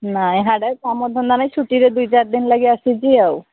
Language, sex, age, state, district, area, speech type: Odia, female, 30-45, Odisha, Sambalpur, rural, conversation